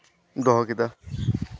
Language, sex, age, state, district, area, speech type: Santali, male, 18-30, West Bengal, Malda, rural, spontaneous